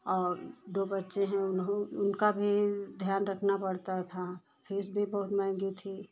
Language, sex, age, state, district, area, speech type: Hindi, female, 60+, Uttar Pradesh, Lucknow, rural, spontaneous